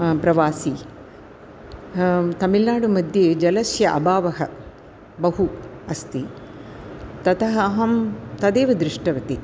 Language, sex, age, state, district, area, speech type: Sanskrit, female, 60+, Tamil Nadu, Thanjavur, urban, spontaneous